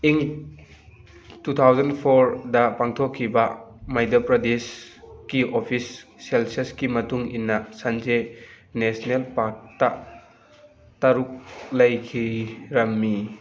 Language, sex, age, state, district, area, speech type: Manipuri, male, 18-30, Manipur, Thoubal, rural, read